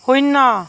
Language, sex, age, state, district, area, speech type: Assamese, female, 45-60, Assam, Nagaon, rural, read